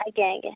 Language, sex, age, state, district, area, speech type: Odia, female, 30-45, Odisha, Bhadrak, rural, conversation